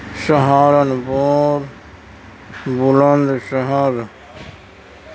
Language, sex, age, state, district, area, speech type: Urdu, male, 30-45, Uttar Pradesh, Gautam Buddha Nagar, rural, spontaneous